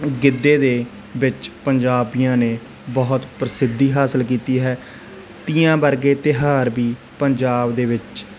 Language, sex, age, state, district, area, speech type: Punjabi, male, 18-30, Punjab, Mansa, urban, spontaneous